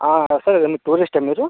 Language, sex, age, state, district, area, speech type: Telugu, male, 60+, Andhra Pradesh, Vizianagaram, rural, conversation